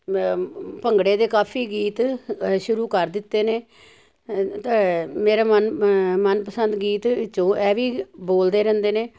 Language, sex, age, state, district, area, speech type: Punjabi, female, 60+, Punjab, Jalandhar, urban, spontaneous